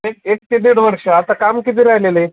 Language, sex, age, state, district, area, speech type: Marathi, male, 30-45, Maharashtra, Osmanabad, rural, conversation